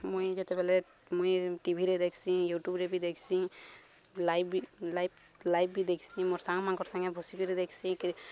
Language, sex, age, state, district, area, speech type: Odia, female, 30-45, Odisha, Balangir, urban, spontaneous